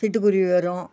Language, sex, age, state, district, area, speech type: Tamil, female, 60+, Tamil Nadu, Viluppuram, rural, spontaneous